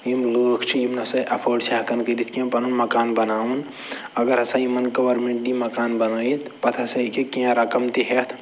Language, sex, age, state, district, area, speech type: Kashmiri, male, 45-60, Jammu and Kashmir, Budgam, urban, spontaneous